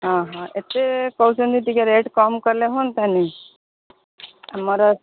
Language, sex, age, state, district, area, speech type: Odia, female, 45-60, Odisha, Sundergarh, rural, conversation